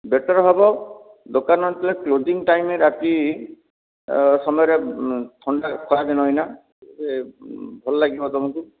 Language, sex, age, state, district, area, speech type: Odia, male, 60+, Odisha, Khordha, rural, conversation